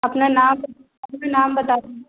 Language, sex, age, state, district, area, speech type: Hindi, female, 30-45, Madhya Pradesh, Gwalior, rural, conversation